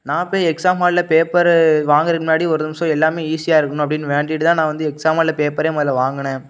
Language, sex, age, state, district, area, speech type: Tamil, male, 18-30, Tamil Nadu, Thoothukudi, urban, spontaneous